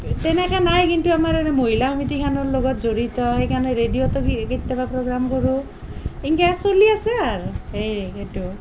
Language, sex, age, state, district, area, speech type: Assamese, female, 45-60, Assam, Nalbari, rural, spontaneous